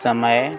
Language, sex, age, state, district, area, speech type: Hindi, male, 30-45, Uttar Pradesh, Azamgarh, rural, read